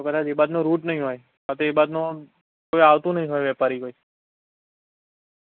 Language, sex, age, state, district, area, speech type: Gujarati, male, 18-30, Gujarat, Anand, urban, conversation